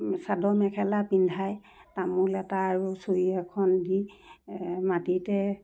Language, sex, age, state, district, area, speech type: Assamese, female, 60+, Assam, Lakhimpur, urban, spontaneous